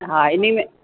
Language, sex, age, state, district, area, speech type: Sindhi, female, 45-60, Uttar Pradesh, Lucknow, rural, conversation